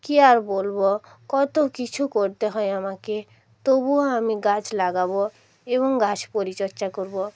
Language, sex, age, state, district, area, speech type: Bengali, female, 45-60, West Bengal, North 24 Parganas, rural, spontaneous